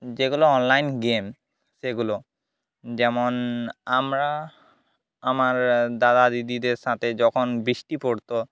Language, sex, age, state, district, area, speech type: Bengali, male, 18-30, West Bengal, Jhargram, rural, spontaneous